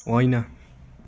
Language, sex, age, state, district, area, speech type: Nepali, male, 18-30, West Bengal, Darjeeling, rural, read